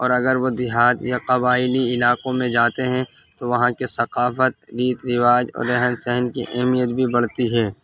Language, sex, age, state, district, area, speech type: Urdu, male, 18-30, Delhi, North East Delhi, urban, spontaneous